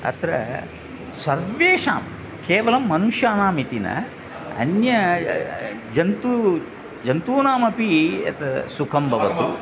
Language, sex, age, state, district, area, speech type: Sanskrit, male, 60+, Tamil Nadu, Thanjavur, urban, spontaneous